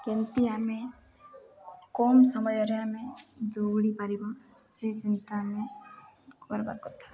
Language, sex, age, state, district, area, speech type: Odia, female, 18-30, Odisha, Subarnapur, urban, spontaneous